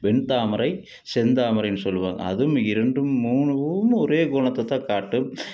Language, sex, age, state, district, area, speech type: Tamil, male, 60+, Tamil Nadu, Tiruppur, urban, spontaneous